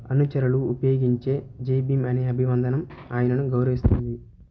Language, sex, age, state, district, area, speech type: Telugu, male, 18-30, Andhra Pradesh, Sri Balaji, rural, read